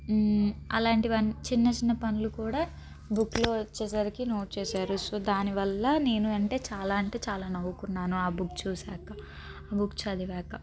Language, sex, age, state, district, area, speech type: Telugu, female, 18-30, Andhra Pradesh, Guntur, urban, spontaneous